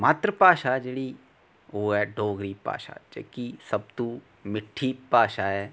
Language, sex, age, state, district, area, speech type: Dogri, male, 18-30, Jammu and Kashmir, Reasi, rural, spontaneous